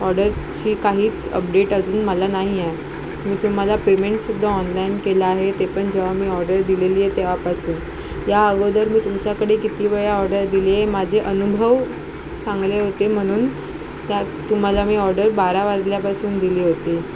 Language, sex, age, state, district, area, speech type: Marathi, female, 18-30, Maharashtra, Ratnagiri, urban, spontaneous